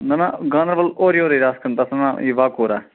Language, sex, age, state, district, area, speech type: Kashmiri, male, 30-45, Jammu and Kashmir, Ganderbal, rural, conversation